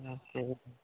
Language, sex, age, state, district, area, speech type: Marathi, male, 18-30, Maharashtra, Wardha, rural, conversation